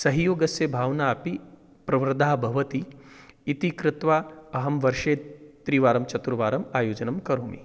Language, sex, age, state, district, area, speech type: Sanskrit, male, 45-60, Rajasthan, Jaipur, urban, spontaneous